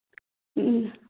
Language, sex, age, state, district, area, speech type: Kashmiri, female, 18-30, Jammu and Kashmir, Budgam, rural, conversation